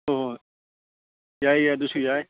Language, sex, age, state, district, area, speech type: Manipuri, male, 45-60, Manipur, Kangpokpi, urban, conversation